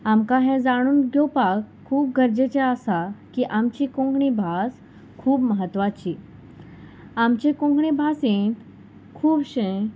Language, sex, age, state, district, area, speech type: Goan Konkani, female, 30-45, Goa, Salcete, rural, spontaneous